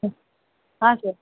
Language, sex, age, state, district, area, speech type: Kannada, female, 30-45, Karnataka, Bangalore Urban, rural, conversation